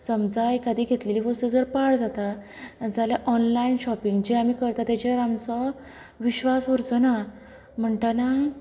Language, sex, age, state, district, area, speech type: Goan Konkani, female, 30-45, Goa, Canacona, urban, spontaneous